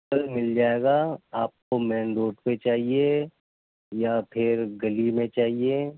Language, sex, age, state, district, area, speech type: Urdu, male, 60+, Uttar Pradesh, Gautam Buddha Nagar, urban, conversation